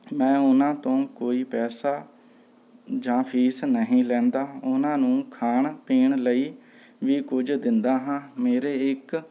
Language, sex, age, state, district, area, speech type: Punjabi, male, 30-45, Punjab, Rupnagar, rural, spontaneous